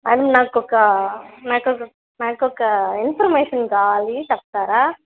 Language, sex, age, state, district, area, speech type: Telugu, female, 30-45, Andhra Pradesh, Nandyal, rural, conversation